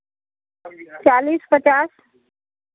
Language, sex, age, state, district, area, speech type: Maithili, female, 45-60, Bihar, Araria, rural, conversation